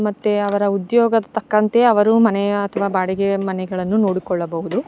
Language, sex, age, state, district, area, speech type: Kannada, female, 18-30, Karnataka, Chikkamagaluru, rural, spontaneous